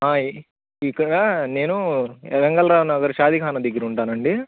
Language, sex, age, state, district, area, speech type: Telugu, male, 18-30, Andhra Pradesh, Bapatla, urban, conversation